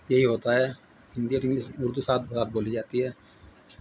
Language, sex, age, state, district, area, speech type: Urdu, male, 45-60, Uttar Pradesh, Muzaffarnagar, urban, spontaneous